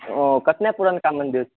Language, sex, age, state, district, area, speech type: Maithili, female, 30-45, Bihar, Purnia, urban, conversation